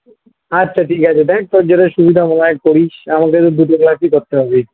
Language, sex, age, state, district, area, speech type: Bengali, male, 18-30, West Bengal, South 24 Parganas, urban, conversation